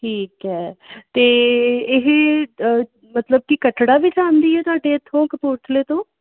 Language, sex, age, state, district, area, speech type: Punjabi, female, 30-45, Punjab, Kapurthala, urban, conversation